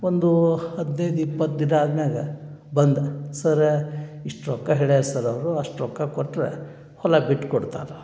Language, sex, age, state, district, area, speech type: Kannada, male, 60+, Karnataka, Dharwad, urban, spontaneous